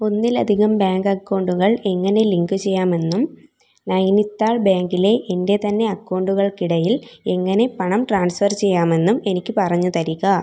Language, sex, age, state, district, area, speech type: Malayalam, female, 18-30, Kerala, Thiruvananthapuram, rural, read